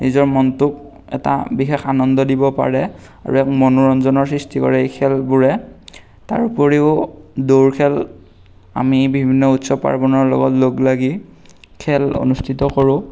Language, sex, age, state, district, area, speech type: Assamese, male, 18-30, Assam, Darrang, rural, spontaneous